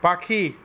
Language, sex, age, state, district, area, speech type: Bengali, male, 45-60, West Bengal, Purulia, urban, read